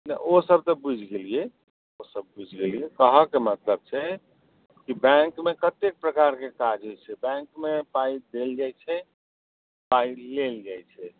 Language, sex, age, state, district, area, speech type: Maithili, male, 45-60, Bihar, Darbhanga, urban, conversation